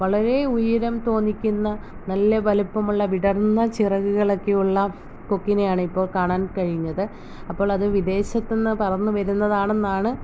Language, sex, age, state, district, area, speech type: Malayalam, female, 30-45, Kerala, Alappuzha, rural, spontaneous